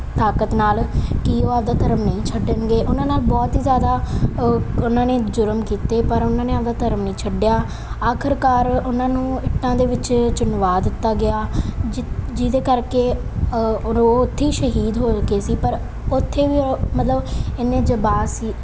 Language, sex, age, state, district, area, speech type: Punjabi, female, 18-30, Punjab, Mansa, urban, spontaneous